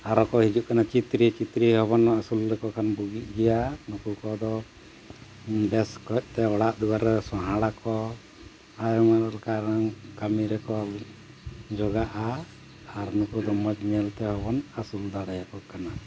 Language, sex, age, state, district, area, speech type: Santali, male, 45-60, Jharkhand, Bokaro, rural, spontaneous